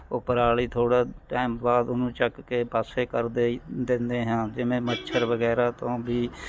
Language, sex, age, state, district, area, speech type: Punjabi, male, 60+, Punjab, Mohali, rural, spontaneous